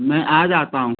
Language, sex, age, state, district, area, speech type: Hindi, male, 45-60, Madhya Pradesh, Gwalior, urban, conversation